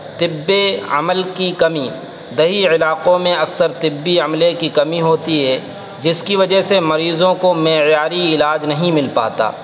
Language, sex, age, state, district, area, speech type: Urdu, male, 18-30, Uttar Pradesh, Saharanpur, urban, spontaneous